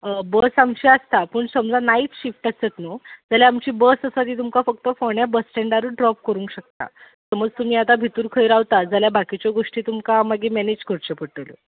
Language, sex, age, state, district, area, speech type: Goan Konkani, female, 18-30, Goa, Ponda, rural, conversation